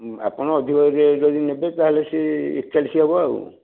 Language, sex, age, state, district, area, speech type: Odia, male, 60+, Odisha, Nayagarh, rural, conversation